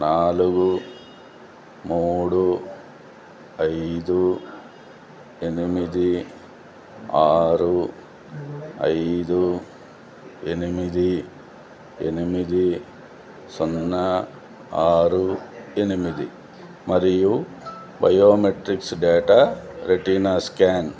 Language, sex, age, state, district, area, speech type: Telugu, male, 45-60, Andhra Pradesh, N T Rama Rao, urban, read